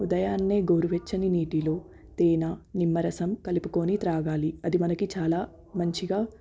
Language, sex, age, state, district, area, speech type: Telugu, female, 18-30, Telangana, Hyderabad, urban, spontaneous